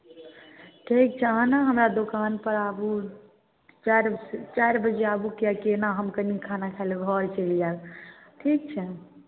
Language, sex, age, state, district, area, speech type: Maithili, female, 18-30, Bihar, Samastipur, urban, conversation